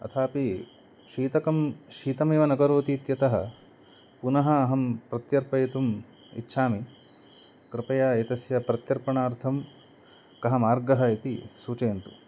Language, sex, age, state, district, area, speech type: Sanskrit, male, 30-45, Karnataka, Udupi, urban, spontaneous